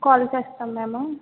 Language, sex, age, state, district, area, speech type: Telugu, female, 18-30, Andhra Pradesh, Kakinada, urban, conversation